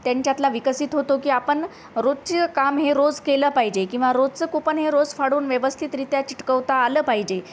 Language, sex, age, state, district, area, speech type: Marathi, female, 30-45, Maharashtra, Nanded, urban, spontaneous